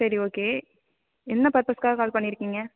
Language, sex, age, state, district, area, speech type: Tamil, female, 18-30, Tamil Nadu, Tiruvarur, rural, conversation